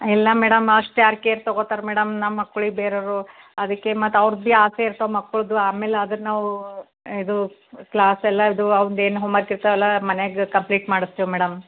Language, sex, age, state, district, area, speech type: Kannada, female, 30-45, Karnataka, Bidar, urban, conversation